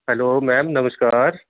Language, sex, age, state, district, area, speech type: Dogri, male, 30-45, Jammu and Kashmir, Reasi, urban, conversation